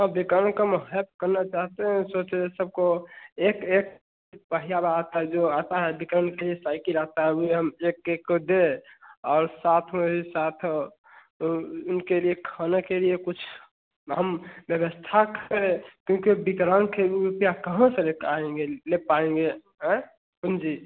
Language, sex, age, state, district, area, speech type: Hindi, male, 18-30, Bihar, Begusarai, rural, conversation